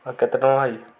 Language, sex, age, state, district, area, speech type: Odia, male, 45-60, Odisha, Kendujhar, urban, spontaneous